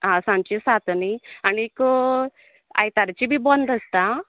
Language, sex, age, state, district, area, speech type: Goan Konkani, female, 30-45, Goa, Canacona, rural, conversation